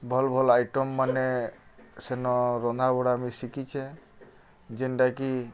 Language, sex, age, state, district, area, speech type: Odia, male, 45-60, Odisha, Bargarh, rural, spontaneous